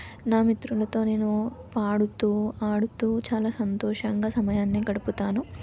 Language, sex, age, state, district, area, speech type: Telugu, female, 18-30, Telangana, Suryapet, urban, spontaneous